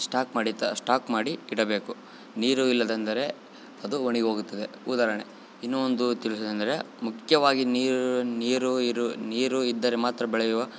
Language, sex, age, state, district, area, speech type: Kannada, male, 18-30, Karnataka, Bellary, rural, spontaneous